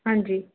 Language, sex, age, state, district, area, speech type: Punjabi, female, 18-30, Punjab, Faridkot, urban, conversation